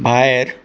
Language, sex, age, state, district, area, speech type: Goan Konkani, male, 45-60, Goa, Bardez, urban, read